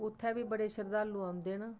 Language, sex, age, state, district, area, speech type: Dogri, female, 45-60, Jammu and Kashmir, Kathua, rural, spontaneous